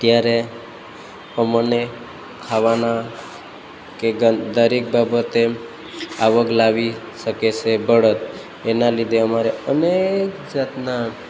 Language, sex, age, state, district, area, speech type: Gujarati, male, 30-45, Gujarat, Narmada, rural, spontaneous